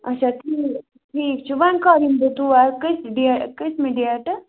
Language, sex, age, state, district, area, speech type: Kashmiri, female, 30-45, Jammu and Kashmir, Budgam, rural, conversation